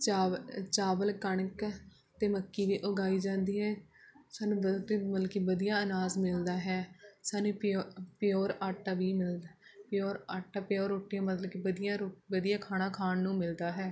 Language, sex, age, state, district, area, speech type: Punjabi, female, 18-30, Punjab, Rupnagar, rural, spontaneous